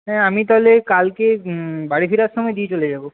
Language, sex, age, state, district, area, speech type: Bengali, male, 18-30, West Bengal, Nadia, rural, conversation